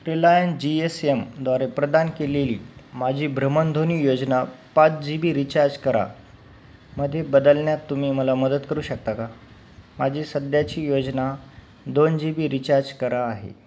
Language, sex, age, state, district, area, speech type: Marathi, male, 30-45, Maharashtra, Nanded, rural, read